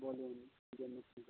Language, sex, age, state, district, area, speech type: Bengali, male, 45-60, West Bengal, South 24 Parganas, rural, conversation